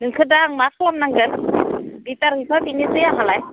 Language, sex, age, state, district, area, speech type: Bodo, female, 45-60, Assam, Udalguri, rural, conversation